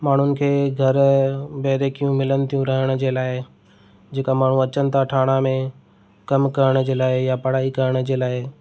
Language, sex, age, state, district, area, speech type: Sindhi, male, 30-45, Maharashtra, Thane, urban, spontaneous